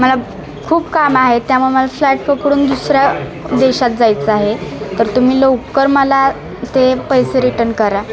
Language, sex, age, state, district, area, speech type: Marathi, female, 18-30, Maharashtra, Satara, urban, spontaneous